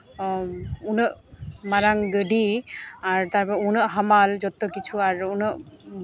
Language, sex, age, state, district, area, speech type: Santali, female, 18-30, West Bengal, Uttar Dinajpur, rural, spontaneous